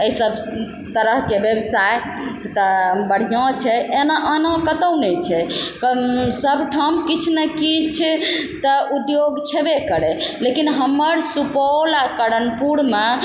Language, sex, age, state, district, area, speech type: Maithili, male, 45-60, Bihar, Supaul, rural, spontaneous